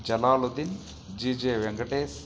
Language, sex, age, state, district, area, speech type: Tamil, male, 45-60, Tamil Nadu, Krishnagiri, rural, spontaneous